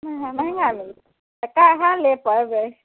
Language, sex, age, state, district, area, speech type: Maithili, female, 45-60, Bihar, Muzaffarpur, rural, conversation